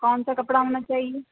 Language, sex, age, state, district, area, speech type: Urdu, female, 30-45, Uttar Pradesh, Rampur, urban, conversation